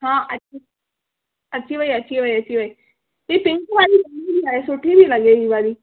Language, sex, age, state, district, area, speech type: Sindhi, female, 18-30, Rajasthan, Ajmer, rural, conversation